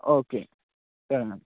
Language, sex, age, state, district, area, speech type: Telugu, male, 18-30, Telangana, Nagarkurnool, urban, conversation